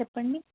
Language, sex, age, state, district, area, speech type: Telugu, female, 18-30, Telangana, Medak, urban, conversation